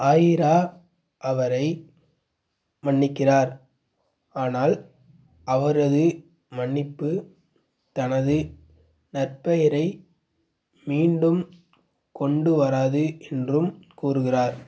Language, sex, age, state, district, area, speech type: Tamil, male, 18-30, Tamil Nadu, Nagapattinam, rural, read